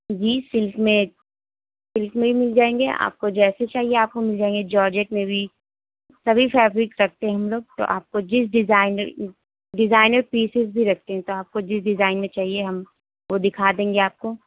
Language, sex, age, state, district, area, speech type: Urdu, female, 18-30, Delhi, North West Delhi, urban, conversation